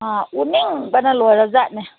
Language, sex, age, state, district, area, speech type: Manipuri, female, 60+, Manipur, Senapati, rural, conversation